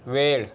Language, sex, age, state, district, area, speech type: Marathi, male, 18-30, Maharashtra, Yavatmal, rural, read